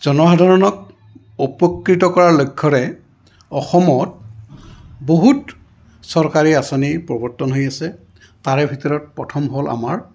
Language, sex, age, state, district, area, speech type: Assamese, male, 60+, Assam, Goalpara, urban, spontaneous